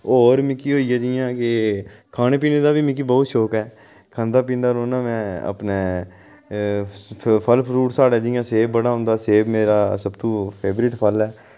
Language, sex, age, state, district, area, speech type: Dogri, male, 30-45, Jammu and Kashmir, Udhampur, rural, spontaneous